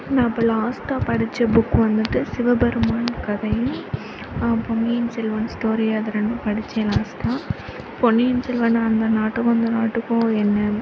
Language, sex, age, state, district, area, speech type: Tamil, female, 18-30, Tamil Nadu, Sivaganga, rural, spontaneous